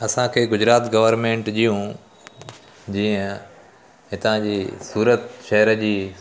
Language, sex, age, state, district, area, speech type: Sindhi, male, 30-45, Gujarat, Surat, urban, spontaneous